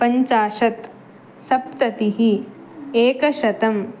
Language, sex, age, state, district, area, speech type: Sanskrit, female, 18-30, Karnataka, Uttara Kannada, rural, spontaneous